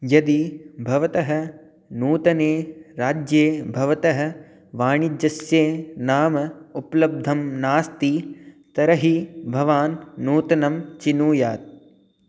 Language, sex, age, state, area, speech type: Sanskrit, male, 18-30, Rajasthan, rural, read